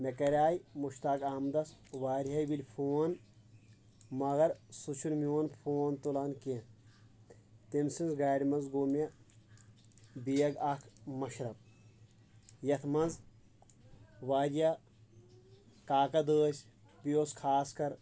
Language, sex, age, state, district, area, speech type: Kashmiri, male, 30-45, Jammu and Kashmir, Kulgam, rural, spontaneous